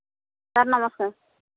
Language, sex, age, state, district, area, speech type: Odia, female, 45-60, Odisha, Angul, rural, conversation